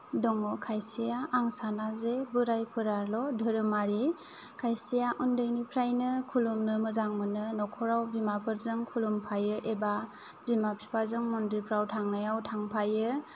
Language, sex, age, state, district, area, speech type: Bodo, female, 30-45, Assam, Kokrajhar, rural, spontaneous